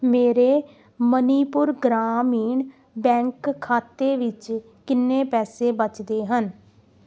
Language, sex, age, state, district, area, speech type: Punjabi, female, 18-30, Punjab, Amritsar, urban, read